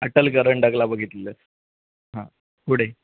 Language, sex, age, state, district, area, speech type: Marathi, male, 30-45, Maharashtra, Sindhudurg, urban, conversation